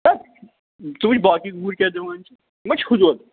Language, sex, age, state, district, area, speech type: Kashmiri, male, 45-60, Jammu and Kashmir, Srinagar, rural, conversation